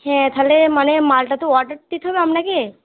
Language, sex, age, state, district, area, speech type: Bengali, female, 45-60, West Bengal, Purba Bardhaman, rural, conversation